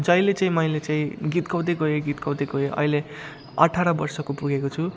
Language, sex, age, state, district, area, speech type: Nepali, male, 18-30, West Bengal, Jalpaiguri, rural, spontaneous